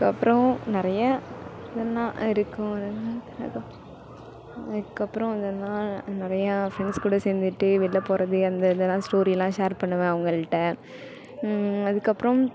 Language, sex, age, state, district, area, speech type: Tamil, female, 18-30, Tamil Nadu, Thanjavur, rural, spontaneous